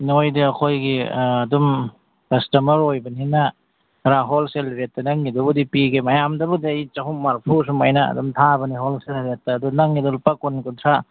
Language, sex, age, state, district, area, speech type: Manipuri, male, 45-60, Manipur, Imphal East, rural, conversation